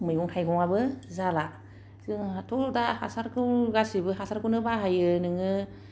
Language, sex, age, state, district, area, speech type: Bodo, female, 45-60, Assam, Kokrajhar, urban, spontaneous